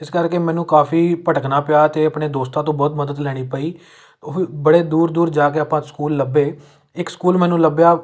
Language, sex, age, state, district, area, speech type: Punjabi, male, 18-30, Punjab, Amritsar, urban, spontaneous